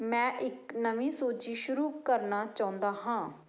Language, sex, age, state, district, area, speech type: Punjabi, female, 30-45, Punjab, Patiala, rural, read